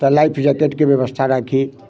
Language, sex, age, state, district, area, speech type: Maithili, male, 30-45, Bihar, Muzaffarpur, rural, spontaneous